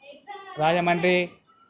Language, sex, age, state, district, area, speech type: Telugu, male, 60+, Telangana, Hyderabad, urban, spontaneous